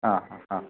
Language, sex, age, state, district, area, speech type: Malayalam, male, 30-45, Kerala, Kasaragod, urban, conversation